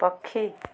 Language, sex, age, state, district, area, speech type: Odia, female, 30-45, Odisha, Kendujhar, urban, read